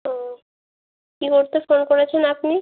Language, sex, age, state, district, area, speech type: Bengali, female, 18-30, West Bengal, Birbhum, urban, conversation